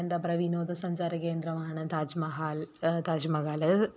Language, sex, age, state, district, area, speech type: Malayalam, female, 30-45, Kerala, Thrissur, rural, spontaneous